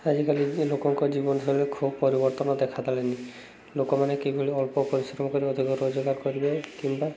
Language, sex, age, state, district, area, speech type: Odia, male, 30-45, Odisha, Subarnapur, urban, spontaneous